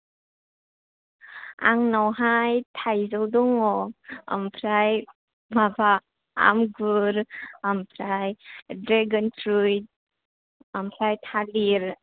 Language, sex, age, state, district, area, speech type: Bodo, female, 18-30, Assam, Kokrajhar, rural, conversation